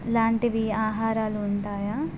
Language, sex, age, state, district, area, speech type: Telugu, female, 18-30, Telangana, Adilabad, urban, spontaneous